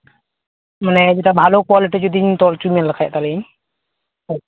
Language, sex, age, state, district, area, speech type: Santali, male, 18-30, West Bengal, Malda, rural, conversation